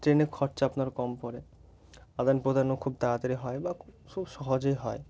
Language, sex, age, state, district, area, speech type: Bengali, male, 18-30, West Bengal, Murshidabad, urban, spontaneous